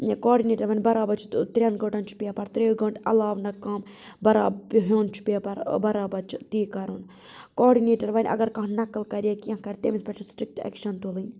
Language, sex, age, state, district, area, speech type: Kashmiri, female, 30-45, Jammu and Kashmir, Budgam, rural, spontaneous